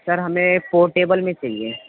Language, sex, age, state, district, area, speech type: Urdu, male, 18-30, Uttar Pradesh, Gautam Buddha Nagar, urban, conversation